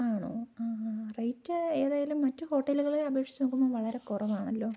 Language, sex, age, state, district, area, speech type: Malayalam, female, 18-30, Kerala, Idukki, rural, spontaneous